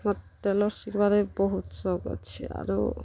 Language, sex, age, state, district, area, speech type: Odia, female, 18-30, Odisha, Kalahandi, rural, spontaneous